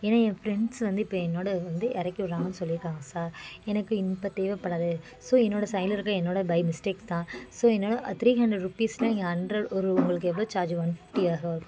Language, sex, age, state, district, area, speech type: Tamil, female, 18-30, Tamil Nadu, Madurai, urban, spontaneous